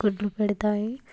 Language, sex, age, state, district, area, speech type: Telugu, female, 18-30, Telangana, Mancherial, rural, spontaneous